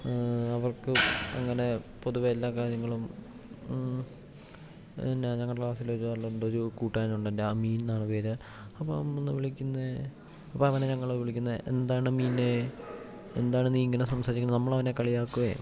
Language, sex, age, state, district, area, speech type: Malayalam, male, 18-30, Kerala, Idukki, rural, spontaneous